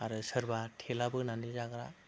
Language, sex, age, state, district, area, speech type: Bodo, male, 45-60, Assam, Chirang, rural, spontaneous